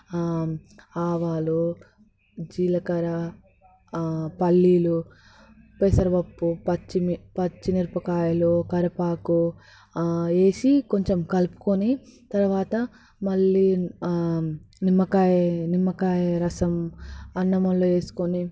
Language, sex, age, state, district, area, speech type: Telugu, female, 18-30, Telangana, Hyderabad, rural, spontaneous